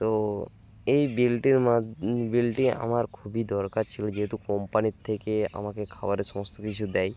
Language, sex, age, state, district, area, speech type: Bengali, male, 18-30, West Bengal, Bankura, rural, spontaneous